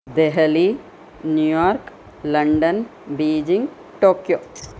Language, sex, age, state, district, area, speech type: Sanskrit, female, 45-60, Karnataka, Chikkaballapur, urban, spontaneous